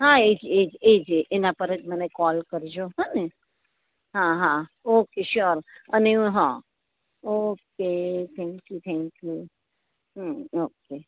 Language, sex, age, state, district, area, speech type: Gujarati, female, 60+, Gujarat, Valsad, rural, conversation